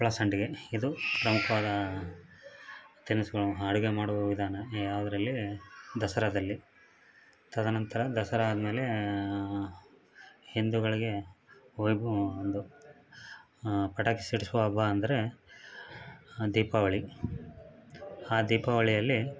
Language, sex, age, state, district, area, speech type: Kannada, male, 30-45, Karnataka, Bellary, rural, spontaneous